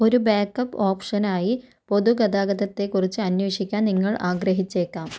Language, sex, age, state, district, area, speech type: Malayalam, female, 45-60, Kerala, Kozhikode, urban, read